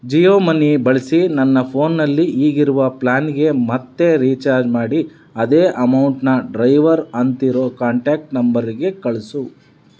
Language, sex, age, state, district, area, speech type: Kannada, male, 30-45, Karnataka, Davanagere, rural, read